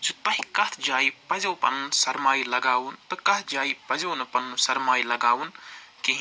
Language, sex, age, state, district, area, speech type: Kashmiri, male, 45-60, Jammu and Kashmir, Srinagar, urban, spontaneous